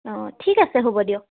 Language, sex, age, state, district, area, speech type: Assamese, female, 18-30, Assam, Majuli, urban, conversation